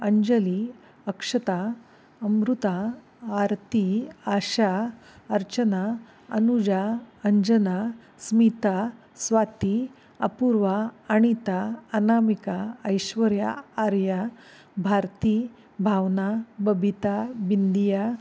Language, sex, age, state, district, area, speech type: Marathi, female, 45-60, Maharashtra, Satara, urban, spontaneous